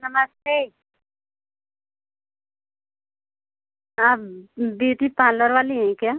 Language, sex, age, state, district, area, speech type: Hindi, female, 30-45, Uttar Pradesh, Ghazipur, rural, conversation